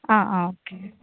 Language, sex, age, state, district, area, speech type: Malayalam, female, 18-30, Kerala, Ernakulam, urban, conversation